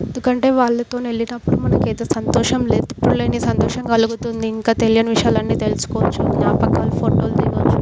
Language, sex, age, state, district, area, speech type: Telugu, female, 18-30, Telangana, Medak, urban, spontaneous